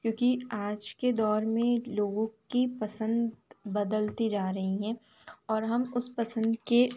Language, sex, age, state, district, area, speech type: Hindi, female, 18-30, Madhya Pradesh, Chhindwara, urban, spontaneous